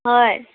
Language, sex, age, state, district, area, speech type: Assamese, female, 30-45, Assam, Kamrup Metropolitan, urban, conversation